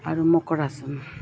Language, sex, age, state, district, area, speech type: Assamese, female, 45-60, Assam, Goalpara, urban, spontaneous